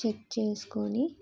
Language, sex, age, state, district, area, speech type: Telugu, female, 30-45, Telangana, Jagtial, rural, spontaneous